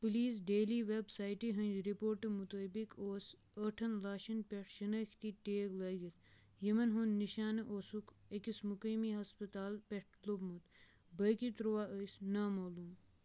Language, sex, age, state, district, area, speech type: Kashmiri, male, 18-30, Jammu and Kashmir, Baramulla, rural, read